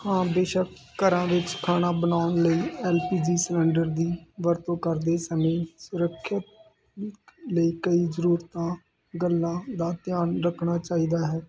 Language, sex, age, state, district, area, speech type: Punjabi, male, 30-45, Punjab, Hoshiarpur, urban, spontaneous